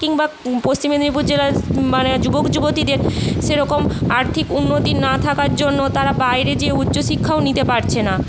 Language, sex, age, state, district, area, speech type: Bengali, female, 45-60, West Bengal, Paschim Medinipur, rural, spontaneous